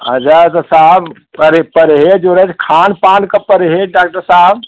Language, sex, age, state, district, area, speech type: Hindi, male, 60+, Uttar Pradesh, Chandauli, rural, conversation